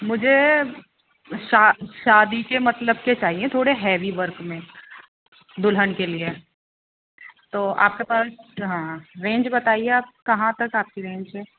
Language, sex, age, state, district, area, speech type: Urdu, female, 30-45, Uttar Pradesh, Rampur, urban, conversation